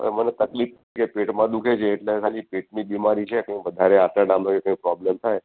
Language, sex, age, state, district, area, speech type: Gujarati, male, 60+, Gujarat, Ahmedabad, urban, conversation